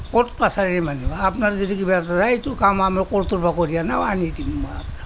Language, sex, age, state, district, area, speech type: Assamese, male, 60+, Assam, Kamrup Metropolitan, urban, spontaneous